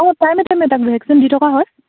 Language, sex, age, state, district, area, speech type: Assamese, female, 18-30, Assam, Charaideo, rural, conversation